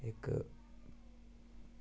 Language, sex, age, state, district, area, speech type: Dogri, male, 30-45, Jammu and Kashmir, Samba, rural, spontaneous